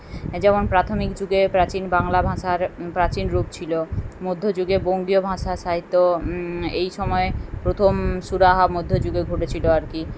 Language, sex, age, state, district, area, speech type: Bengali, female, 30-45, West Bengal, Kolkata, urban, spontaneous